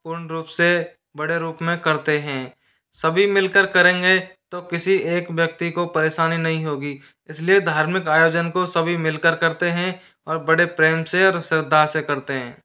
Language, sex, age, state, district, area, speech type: Hindi, male, 30-45, Rajasthan, Jaipur, urban, spontaneous